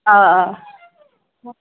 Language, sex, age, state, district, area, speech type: Kashmiri, female, 18-30, Jammu and Kashmir, Ganderbal, rural, conversation